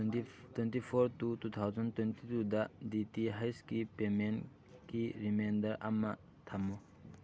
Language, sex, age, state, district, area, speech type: Manipuri, male, 18-30, Manipur, Thoubal, rural, read